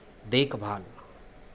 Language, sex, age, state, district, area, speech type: Hindi, male, 45-60, Bihar, Begusarai, urban, spontaneous